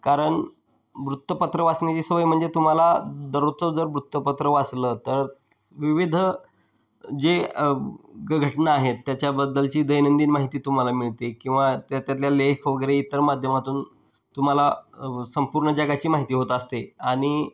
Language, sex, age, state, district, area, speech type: Marathi, male, 30-45, Maharashtra, Osmanabad, rural, spontaneous